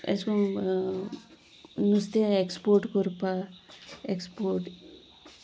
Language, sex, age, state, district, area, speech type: Goan Konkani, female, 30-45, Goa, Sanguem, rural, spontaneous